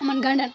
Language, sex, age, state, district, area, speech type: Kashmiri, female, 45-60, Jammu and Kashmir, Baramulla, rural, spontaneous